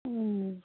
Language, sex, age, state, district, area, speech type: Assamese, female, 60+, Assam, Darrang, rural, conversation